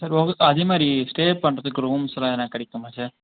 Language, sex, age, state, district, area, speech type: Tamil, male, 45-60, Tamil Nadu, Sivaganga, urban, conversation